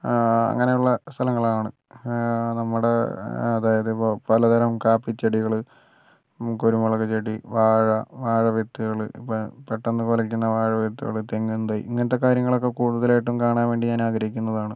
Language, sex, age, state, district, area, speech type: Malayalam, male, 60+, Kerala, Wayanad, rural, spontaneous